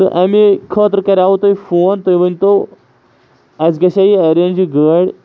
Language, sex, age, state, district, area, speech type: Kashmiri, male, 18-30, Jammu and Kashmir, Kulgam, urban, spontaneous